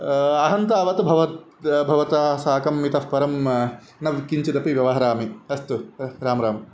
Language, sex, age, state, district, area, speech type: Sanskrit, male, 30-45, Karnataka, Udupi, urban, spontaneous